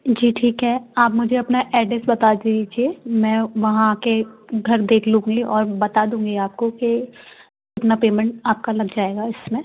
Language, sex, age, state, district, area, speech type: Hindi, female, 18-30, Madhya Pradesh, Gwalior, rural, conversation